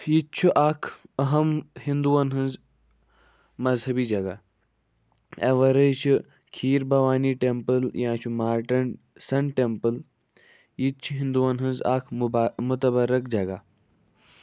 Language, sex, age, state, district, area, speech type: Kashmiri, male, 45-60, Jammu and Kashmir, Budgam, rural, spontaneous